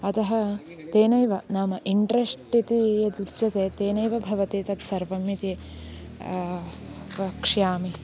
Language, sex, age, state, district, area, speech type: Sanskrit, female, 18-30, Karnataka, Uttara Kannada, rural, spontaneous